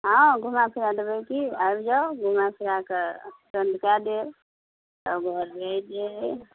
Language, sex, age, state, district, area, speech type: Maithili, female, 45-60, Bihar, Araria, rural, conversation